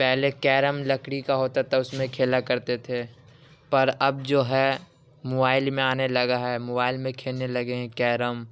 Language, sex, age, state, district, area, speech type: Urdu, male, 18-30, Uttar Pradesh, Ghaziabad, urban, spontaneous